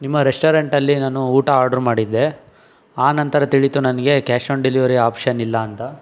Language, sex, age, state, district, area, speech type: Kannada, male, 18-30, Karnataka, Tumkur, rural, spontaneous